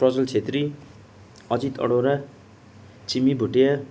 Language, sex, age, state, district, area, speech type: Nepali, male, 30-45, West Bengal, Kalimpong, rural, spontaneous